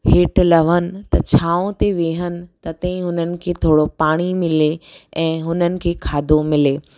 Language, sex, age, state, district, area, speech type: Sindhi, female, 18-30, Gujarat, Surat, urban, spontaneous